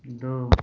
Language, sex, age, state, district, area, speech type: Hindi, male, 30-45, Uttar Pradesh, Mau, rural, read